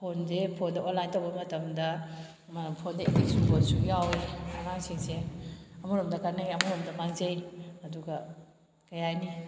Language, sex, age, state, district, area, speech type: Manipuri, female, 30-45, Manipur, Kakching, rural, spontaneous